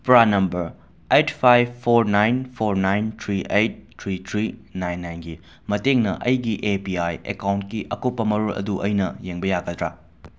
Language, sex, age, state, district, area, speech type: Manipuri, male, 18-30, Manipur, Imphal West, urban, read